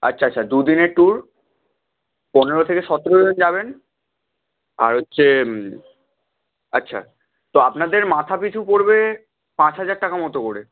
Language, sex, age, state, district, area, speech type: Bengali, male, 18-30, West Bengal, Purba Medinipur, rural, conversation